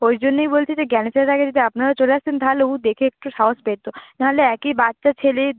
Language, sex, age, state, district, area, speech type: Bengali, female, 30-45, West Bengal, Purba Medinipur, rural, conversation